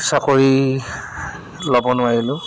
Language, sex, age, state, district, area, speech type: Assamese, male, 30-45, Assam, Sivasagar, urban, spontaneous